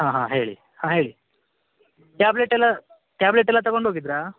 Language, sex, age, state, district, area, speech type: Kannada, male, 18-30, Karnataka, Uttara Kannada, rural, conversation